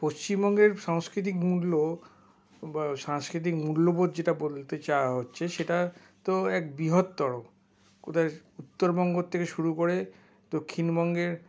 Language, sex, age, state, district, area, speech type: Bengali, male, 60+, West Bengal, Paschim Bardhaman, urban, spontaneous